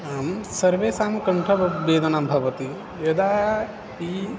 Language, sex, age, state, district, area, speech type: Sanskrit, male, 18-30, Odisha, Balangir, rural, spontaneous